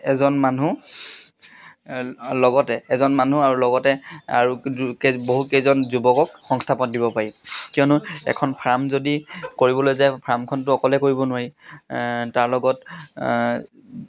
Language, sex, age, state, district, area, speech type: Assamese, male, 30-45, Assam, Charaideo, rural, spontaneous